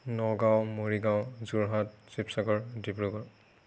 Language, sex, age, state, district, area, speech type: Assamese, male, 30-45, Assam, Nagaon, rural, spontaneous